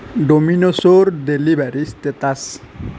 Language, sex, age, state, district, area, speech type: Assamese, male, 18-30, Assam, Nalbari, rural, read